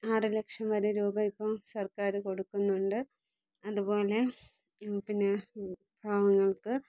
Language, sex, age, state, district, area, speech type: Malayalam, female, 30-45, Kerala, Thiruvananthapuram, rural, spontaneous